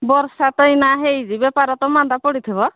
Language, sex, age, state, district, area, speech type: Odia, female, 45-60, Odisha, Angul, rural, conversation